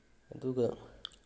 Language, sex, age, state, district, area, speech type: Manipuri, male, 30-45, Manipur, Thoubal, rural, spontaneous